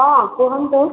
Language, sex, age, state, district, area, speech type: Odia, female, 18-30, Odisha, Balangir, urban, conversation